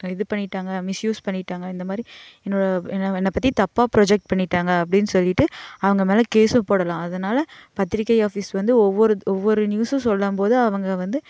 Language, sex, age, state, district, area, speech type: Tamil, female, 18-30, Tamil Nadu, Coimbatore, rural, spontaneous